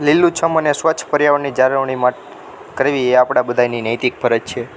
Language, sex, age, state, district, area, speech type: Gujarati, male, 18-30, Gujarat, Ahmedabad, urban, spontaneous